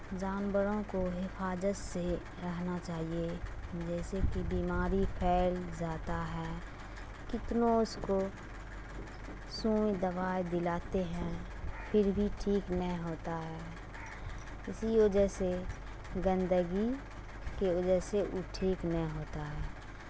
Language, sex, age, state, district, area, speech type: Urdu, female, 45-60, Bihar, Darbhanga, rural, spontaneous